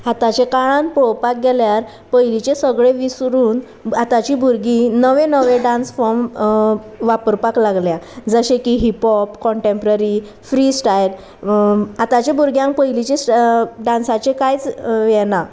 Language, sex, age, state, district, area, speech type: Goan Konkani, female, 30-45, Goa, Sanguem, rural, spontaneous